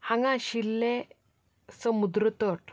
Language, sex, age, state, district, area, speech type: Goan Konkani, female, 30-45, Goa, Canacona, rural, spontaneous